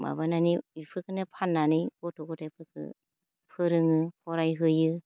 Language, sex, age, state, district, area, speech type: Bodo, female, 45-60, Assam, Baksa, rural, spontaneous